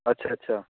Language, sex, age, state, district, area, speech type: Sanskrit, male, 18-30, Delhi, Central Delhi, urban, conversation